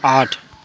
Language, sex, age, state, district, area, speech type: Maithili, male, 60+, Bihar, Madhepura, rural, read